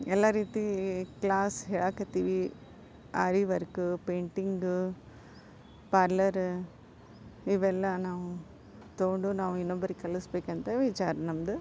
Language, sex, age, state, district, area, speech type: Kannada, female, 45-60, Karnataka, Gadag, rural, spontaneous